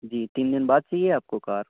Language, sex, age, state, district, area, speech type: Urdu, male, 18-30, Uttar Pradesh, Shahjahanpur, rural, conversation